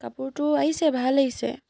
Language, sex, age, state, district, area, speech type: Assamese, female, 18-30, Assam, Charaideo, urban, spontaneous